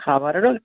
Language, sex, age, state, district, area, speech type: Bengali, male, 18-30, West Bengal, Purba Medinipur, rural, conversation